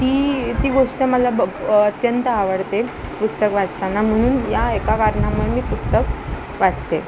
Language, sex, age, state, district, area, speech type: Marathi, female, 18-30, Maharashtra, Ratnagiri, urban, spontaneous